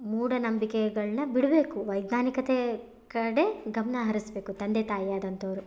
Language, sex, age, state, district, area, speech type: Kannada, female, 18-30, Karnataka, Chitradurga, rural, spontaneous